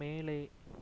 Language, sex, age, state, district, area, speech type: Tamil, male, 18-30, Tamil Nadu, Perambalur, urban, read